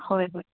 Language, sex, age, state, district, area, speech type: Assamese, female, 30-45, Assam, Dibrugarh, rural, conversation